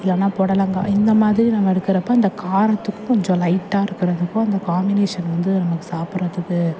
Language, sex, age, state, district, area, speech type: Tamil, female, 30-45, Tamil Nadu, Thanjavur, urban, spontaneous